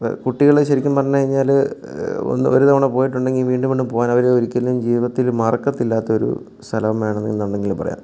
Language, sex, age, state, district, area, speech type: Malayalam, male, 30-45, Kerala, Kottayam, urban, spontaneous